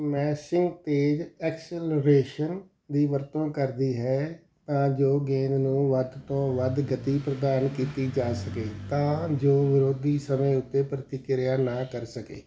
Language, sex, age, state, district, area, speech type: Punjabi, male, 45-60, Punjab, Tarn Taran, urban, read